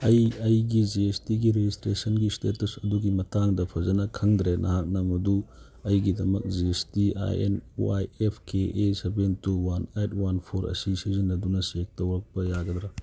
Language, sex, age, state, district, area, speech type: Manipuri, male, 45-60, Manipur, Churachandpur, rural, read